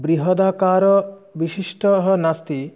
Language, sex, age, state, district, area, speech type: Sanskrit, male, 18-30, West Bengal, Murshidabad, rural, spontaneous